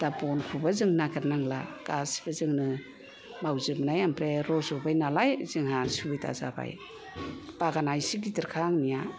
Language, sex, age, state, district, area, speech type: Bodo, female, 60+, Assam, Kokrajhar, rural, spontaneous